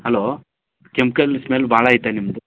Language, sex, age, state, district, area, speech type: Kannada, male, 30-45, Karnataka, Raichur, rural, conversation